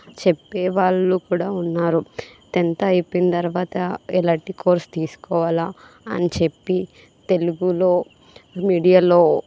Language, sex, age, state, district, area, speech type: Telugu, female, 18-30, Andhra Pradesh, Kakinada, urban, spontaneous